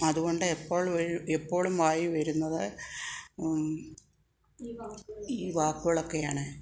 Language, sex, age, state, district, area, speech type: Malayalam, female, 60+, Kerala, Kottayam, rural, spontaneous